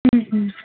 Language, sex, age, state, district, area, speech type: Urdu, female, 18-30, Jammu and Kashmir, Srinagar, urban, conversation